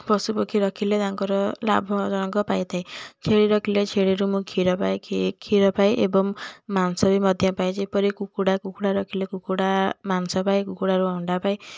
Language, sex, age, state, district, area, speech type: Odia, female, 18-30, Odisha, Puri, urban, spontaneous